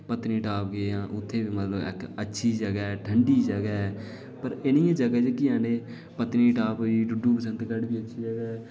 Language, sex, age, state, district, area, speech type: Dogri, male, 18-30, Jammu and Kashmir, Udhampur, rural, spontaneous